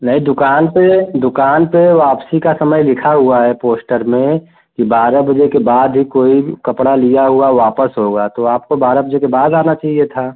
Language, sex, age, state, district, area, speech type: Hindi, male, 30-45, Uttar Pradesh, Prayagraj, urban, conversation